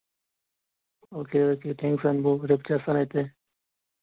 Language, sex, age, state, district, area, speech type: Telugu, male, 18-30, Andhra Pradesh, Sri Balaji, rural, conversation